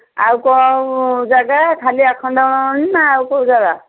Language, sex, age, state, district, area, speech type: Odia, female, 45-60, Odisha, Angul, rural, conversation